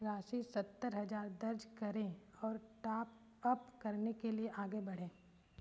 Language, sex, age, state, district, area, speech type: Hindi, female, 18-30, Uttar Pradesh, Chandauli, rural, read